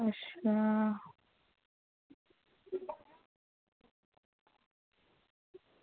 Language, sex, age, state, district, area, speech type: Dogri, female, 18-30, Jammu and Kashmir, Reasi, rural, conversation